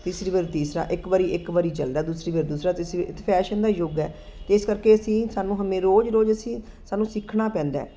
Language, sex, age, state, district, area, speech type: Punjabi, female, 45-60, Punjab, Muktsar, urban, spontaneous